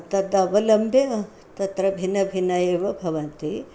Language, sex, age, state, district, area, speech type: Sanskrit, female, 60+, Karnataka, Bangalore Urban, rural, spontaneous